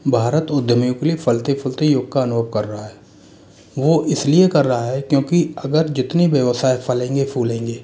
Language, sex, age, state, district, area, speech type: Hindi, male, 30-45, Rajasthan, Jaipur, urban, spontaneous